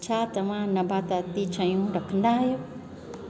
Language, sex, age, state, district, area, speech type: Sindhi, female, 60+, Delhi, South Delhi, urban, read